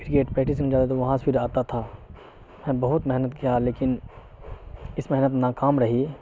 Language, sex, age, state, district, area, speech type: Urdu, male, 18-30, Bihar, Supaul, rural, spontaneous